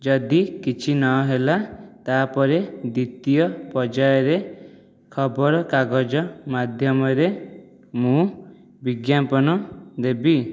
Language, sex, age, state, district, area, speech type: Odia, male, 18-30, Odisha, Jajpur, rural, spontaneous